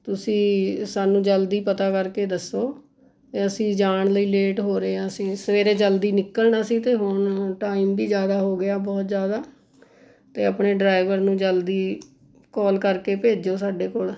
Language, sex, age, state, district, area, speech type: Punjabi, female, 45-60, Punjab, Mohali, urban, spontaneous